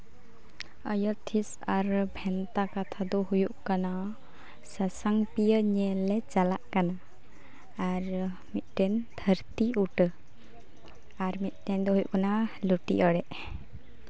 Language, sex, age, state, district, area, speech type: Santali, female, 18-30, West Bengal, Uttar Dinajpur, rural, spontaneous